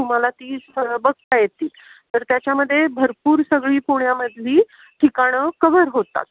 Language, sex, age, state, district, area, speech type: Marathi, female, 45-60, Maharashtra, Pune, urban, conversation